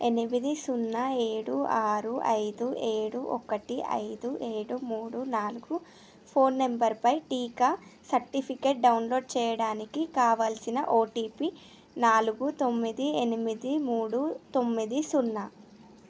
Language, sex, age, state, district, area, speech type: Telugu, female, 18-30, Telangana, Medchal, urban, read